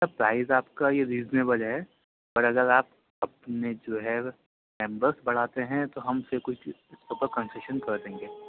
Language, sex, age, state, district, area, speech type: Urdu, male, 30-45, Delhi, Central Delhi, urban, conversation